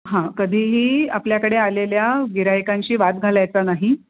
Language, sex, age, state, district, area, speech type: Marathi, female, 45-60, Maharashtra, Pune, urban, conversation